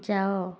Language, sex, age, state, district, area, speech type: Odia, female, 30-45, Odisha, Puri, urban, read